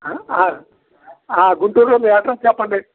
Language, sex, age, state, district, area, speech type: Telugu, male, 60+, Andhra Pradesh, Guntur, urban, conversation